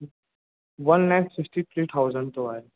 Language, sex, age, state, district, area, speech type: Sindhi, male, 18-30, Rajasthan, Ajmer, rural, conversation